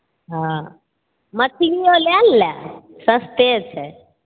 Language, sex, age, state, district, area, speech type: Maithili, female, 30-45, Bihar, Begusarai, urban, conversation